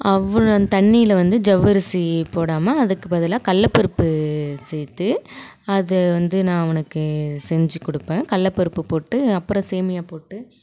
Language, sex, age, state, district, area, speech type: Tamil, female, 30-45, Tamil Nadu, Mayiladuthurai, urban, spontaneous